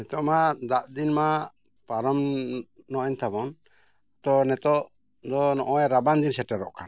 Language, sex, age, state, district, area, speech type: Santali, male, 45-60, Jharkhand, Bokaro, rural, spontaneous